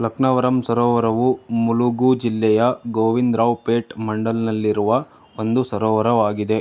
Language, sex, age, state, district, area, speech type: Kannada, male, 18-30, Karnataka, Davanagere, rural, read